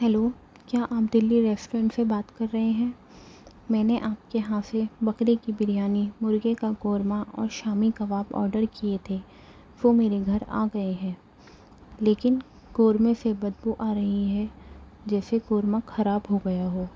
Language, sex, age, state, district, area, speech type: Urdu, female, 18-30, Delhi, Central Delhi, urban, spontaneous